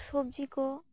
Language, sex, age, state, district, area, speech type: Santali, female, 18-30, West Bengal, Bankura, rural, spontaneous